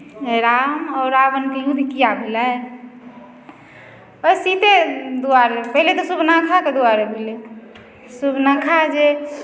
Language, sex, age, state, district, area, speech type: Maithili, female, 45-60, Bihar, Madhubani, rural, spontaneous